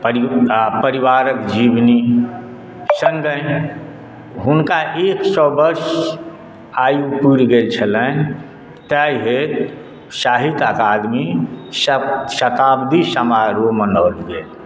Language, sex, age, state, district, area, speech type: Maithili, male, 60+, Bihar, Madhubani, rural, spontaneous